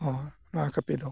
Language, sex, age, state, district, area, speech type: Santali, male, 60+, Odisha, Mayurbhanj, rural, spontaneous